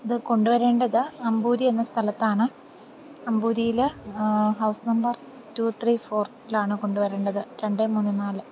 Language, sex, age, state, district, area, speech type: Malayalam, female, 30-45, Kerala, Thiruvananthapuram, rural, spontaneous